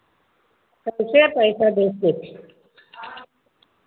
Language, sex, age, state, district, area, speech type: Hindi, female, 60+, Uttar Pradesh, Ayodhya, rural, conversation